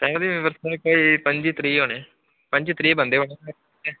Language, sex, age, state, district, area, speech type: Dogri, male, 18-30, Jammu and Kashmir, Udhampur, rural, conversation